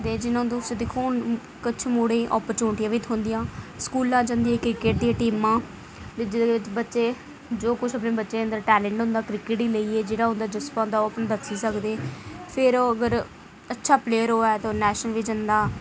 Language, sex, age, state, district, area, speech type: Dogri, female, 18-30, Jammu and Kashmir, Reasi, rural, spontaneous